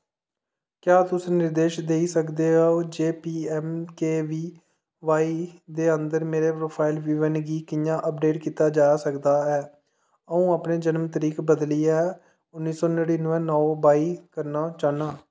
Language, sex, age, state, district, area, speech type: Dogri, male, 18-30, Jammu and Kashmir, Kathua, rural, read